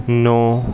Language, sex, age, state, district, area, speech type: Hindi, male, 18-30, Madhya Pradesh, Hoshangabad, rural, read